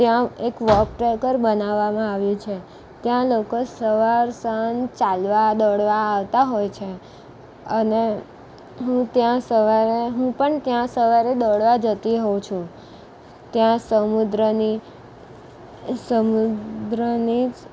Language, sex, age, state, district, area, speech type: Gujarati, female, 18-30, Gujarat, Valsad, rural, spontaneous